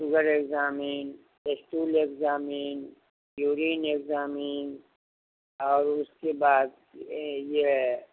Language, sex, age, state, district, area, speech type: Urdu, male, 60+, Bihar, Madhubani, rural, conversation